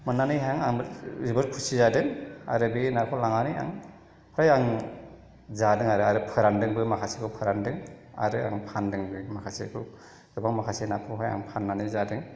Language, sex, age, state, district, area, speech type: Bodo, male, 30-45, Assam, Chirang, rural, spontaneous